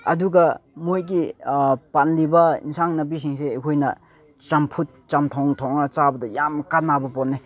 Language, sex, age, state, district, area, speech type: Manipuri, male, 18-30, Manipur, Chandel, rural, spontaneous